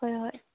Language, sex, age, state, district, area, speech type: Manipuri, female, 18-30, Manipur, Churachandpur, rural, conversation